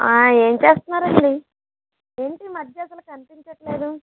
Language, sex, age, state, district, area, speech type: Telugu, female, 18-30, Andhra Pradesh, East Godavari, rural, conversation